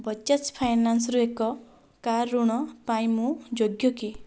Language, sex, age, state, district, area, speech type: Odia, female, 30-45, Odisha, Kandhamal, rural, read